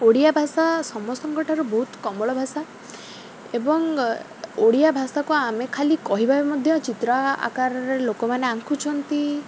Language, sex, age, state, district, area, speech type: Odia, female, 45-60, Odisha, Rayagada, rural, spontaneous